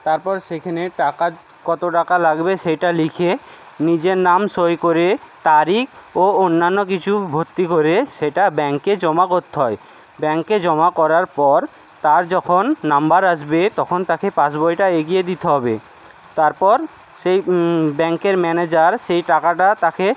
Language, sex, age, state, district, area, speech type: Bengali, male, 60+, West Bengal, Jhargram, rural, spontaneous